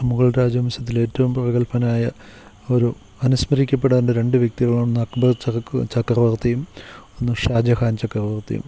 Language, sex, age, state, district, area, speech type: Malayalam, male, 45-60, Kerala, Kottayam, urban, spontaneous